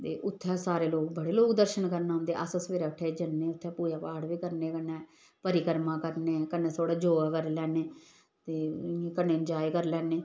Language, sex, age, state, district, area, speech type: Dogri, female, 45-60, Jammu and Kashmir, Samba, rural, spontaneous